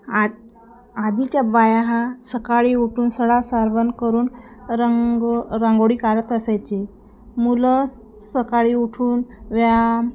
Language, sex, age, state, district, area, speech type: Marathi, female, 30-45, Maharashtra, Thane, urban, spontaneous